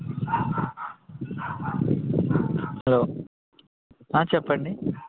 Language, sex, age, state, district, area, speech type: Telugu, male, 18-30, Andhra Pradesh, Konaseema, rural, conversation